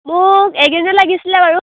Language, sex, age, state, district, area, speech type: Assamese, female, 18-30, Assam, Dhemaji, rural, conversation